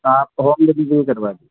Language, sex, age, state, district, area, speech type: Urdu, male, 18-30, Delhi, North West Delhi, urban, conversation